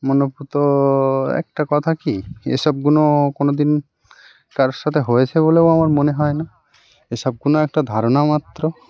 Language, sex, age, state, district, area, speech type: Bengali, male, 18-30, West Bengal, Birbhum, urban, spontaneous